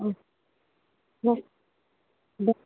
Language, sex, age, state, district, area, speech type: Odia, female, 45-60, Odisha, Sundergarh, rural, conversation